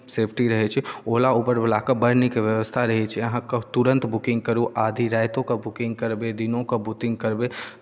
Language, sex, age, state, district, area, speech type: Maithili, male, 18-30, Bihar, Darbhanga, rural, spontaneous